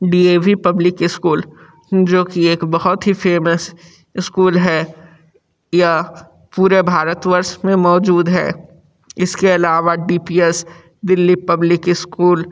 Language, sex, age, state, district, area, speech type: Hindi, male, 60+, Uttar Pradesh, Sonbhadra, rural, spontaneous